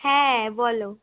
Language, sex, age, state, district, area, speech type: Bengali, female, 18-30, West Bengal, Cooch Behar, urban, conversation